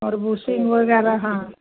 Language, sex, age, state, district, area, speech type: Hindi, female, 60+, Madhya Pradesh, Jabalpur, urban, conversation